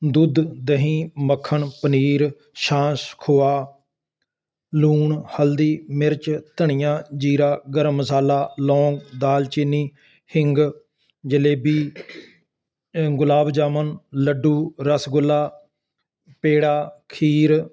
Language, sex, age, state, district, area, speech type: Punjabi, male, 60+, Punjab, Ludhiana, urban, spontaneous